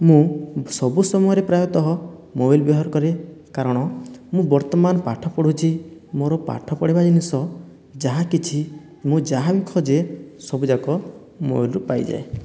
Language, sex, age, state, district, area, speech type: Odia, male, 18-30, Odisha, Boudh, rural, spontaneous